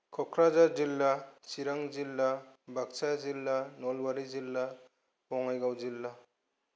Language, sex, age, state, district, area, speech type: Bodo, male, 30-45, Assam, Kokrajhar, rural, spontaneous